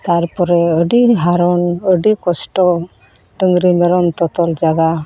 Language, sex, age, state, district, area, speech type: Santali, female, 45-60, West Bengal, Malda, rural, spontaneous